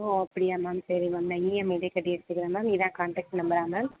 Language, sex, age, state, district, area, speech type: Tamil, female, 18-30, Tamil Nadu, Tiruvarur, rural, conversation